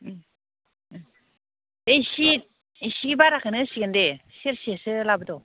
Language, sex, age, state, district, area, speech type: Bodo, female, 30-45, Assam, Baksa, rural, conversation